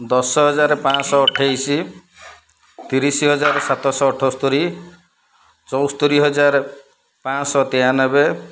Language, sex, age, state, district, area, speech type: Odia, male, 45-60, Odisha, Kendrapara, urban, spontaneous